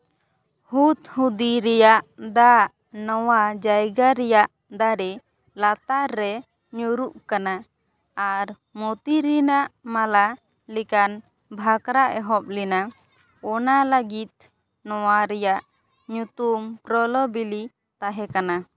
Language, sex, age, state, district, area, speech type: Santali, female, 18-30, West Bengal, Purba Bardhaman, rural, read